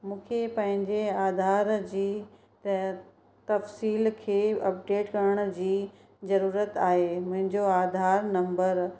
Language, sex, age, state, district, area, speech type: Sindhi, female, 45-60, Uttar Pradesh, Lucknow, urban, read